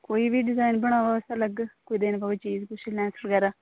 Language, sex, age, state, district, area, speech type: Dogri, female, 30-45, Jammu and Kashmir, Udhampur, rural, conversation